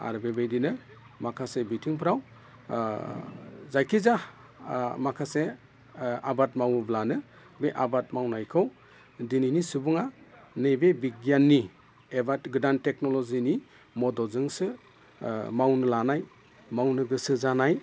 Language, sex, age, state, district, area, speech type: Bodo, male, 30-45, Assam, Udalguri, rural, spontaneous